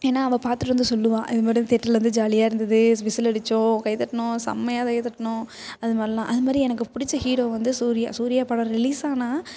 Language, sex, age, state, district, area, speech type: Tamil, female, 18-30, Tamil Nadu, Thanjavur, urban, spontaneous